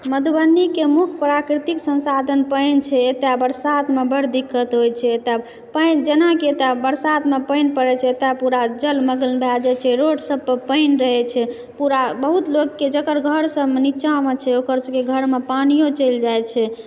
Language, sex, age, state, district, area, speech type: Maithili, female, 30-45, Bihar, Madhubani, urban, spontaneous